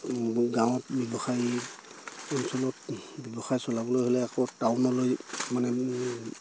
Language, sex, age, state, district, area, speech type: Assamese, male, 60+, Assam, Dibrugarh, rural, spontaneous